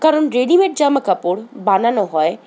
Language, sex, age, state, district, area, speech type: Bengali, female, 60+, West Bengal, Paschim Bardhaman, urban, spontaneous